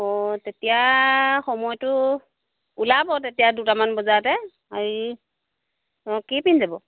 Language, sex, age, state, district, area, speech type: Assamese, female, 30-45, Assam, Jorhat, urban, conversation